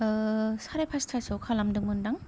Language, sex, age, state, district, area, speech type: Bodo, female, 18-30, Assam, Kokrajhar, rural, spontaneous